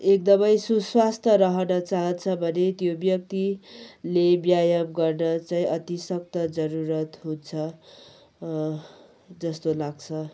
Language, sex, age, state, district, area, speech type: Nepali, female, 30-45, West Bengal, Kalimpong, rural, spontaneous